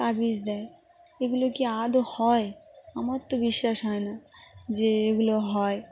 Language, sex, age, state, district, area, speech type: Bengali, female, 18-30, West Bengal, Dakshin Dinajpur, urban, spontaneous